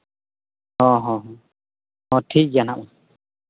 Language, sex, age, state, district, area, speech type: Santali, male, 18-30, Jharkhand, East Singhbhum, rural, conversation